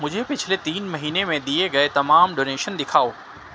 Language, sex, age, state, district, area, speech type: Urdu, male, 30-45, Delhi, Central Delhi, urban, read